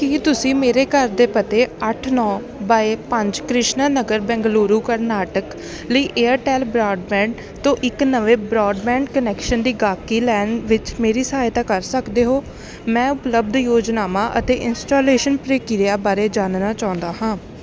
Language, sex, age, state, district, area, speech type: Punjabi, female, 18-30, Punjab, Ludhiana, urban, read